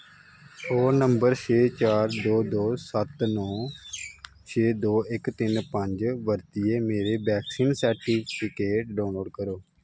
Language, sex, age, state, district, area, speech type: Dogri, male, 18-30, Jammu and Kashmir, Kathua, rural, read